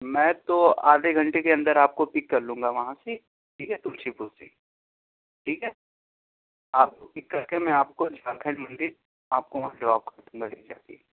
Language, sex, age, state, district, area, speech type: Urdu, male, 18-30, Uttar Pradesh, Balrampur, rural, conversation